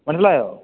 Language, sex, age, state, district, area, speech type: Malayalam, male, 18-30, Kerala, Idukki, rural, conversation